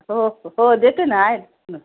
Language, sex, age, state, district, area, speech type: Marathi, female, 60+, Maharashtra, Nanded, rural, conversation